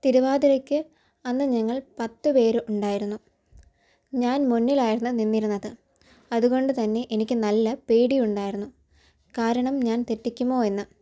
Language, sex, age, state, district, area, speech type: Malayalam, female, 18-30, Kerala, Thiruvananthapuram, urban, spontaneous